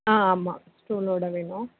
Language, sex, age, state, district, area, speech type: Tamil, female, 18-30, Tamil Nadu, Chennai, urban, conversation